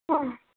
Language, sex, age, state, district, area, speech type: Kannada, female, 18-30, Karnataka, Chamarajanagar, rural, conversation